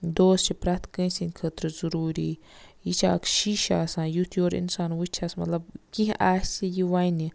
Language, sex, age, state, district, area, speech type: Kashmiri, female, 18-30, Jammu and Kashmir, Baramulla, rural, spontaneous